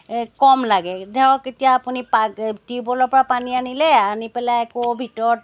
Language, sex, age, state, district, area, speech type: Assamese, female, 45-60, Assam, Charaideo, urban, spontaneous